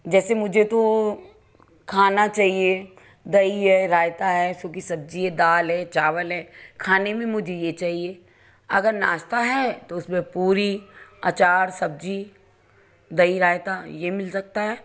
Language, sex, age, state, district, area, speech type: Hindi, female, 60+, Madhya Pradesh, Ujjain, urban, spontaneous